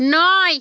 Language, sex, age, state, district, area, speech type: Bengali, female, 30-45, West Bengal, Jalpaiguri, rural, read